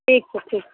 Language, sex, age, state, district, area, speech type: Maithili, female, 45-60, Bihar, Araria, rural, conversation